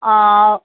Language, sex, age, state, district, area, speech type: Marathi, female, 18-30, Maharashtra, Yavatmal, rural, conversation